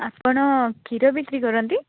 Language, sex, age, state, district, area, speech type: Odia, female, 18-30, Odisha, Kendujhar, urban, conversation